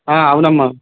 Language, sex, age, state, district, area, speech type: Telugu, male, 60+, Andhra Pradesh, Bapatla, urban, conversation